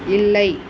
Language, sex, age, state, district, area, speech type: Tamil, female, 60+, Tamil Nadu, Dharmapuri, rural, read